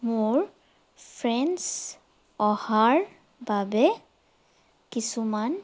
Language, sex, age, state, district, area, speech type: Assamese, female, 30-45, Assam, Sonitpur, rural, spontaneous